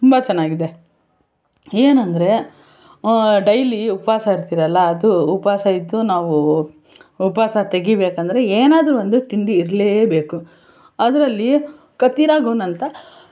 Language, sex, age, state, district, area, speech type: Kannada, female, 60+, Karnataka, Bangalore Urban, urban, spontaneous